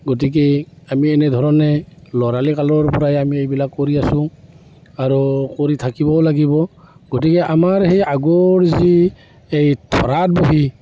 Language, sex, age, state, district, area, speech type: Assamese, male, 45-60, Assam, Barpeta, rural, spontaneous